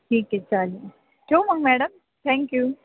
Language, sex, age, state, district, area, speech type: Marathi, female, 30-45, Maharashtra, Ahmednagar, urban, conversation